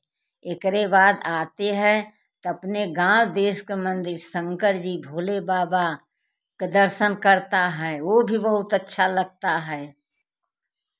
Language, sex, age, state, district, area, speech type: Hindi, female, 60+, Uttar Pradesh, Jaunpur, rural, spontaneous